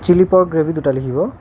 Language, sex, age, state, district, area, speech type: Assamese, male, 30-45, Assam, Nalbari, rural, spontaneous